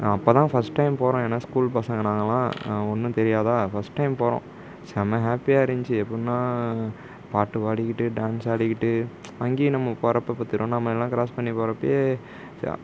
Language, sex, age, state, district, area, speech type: Tamil, male, 30-45, Tamil Nadu, Tiruvarur, rural, spontaneous